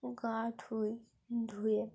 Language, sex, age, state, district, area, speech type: Bengali, female, 18-30, West Bengal, Dakshin Dinajpur, urban, spontaneous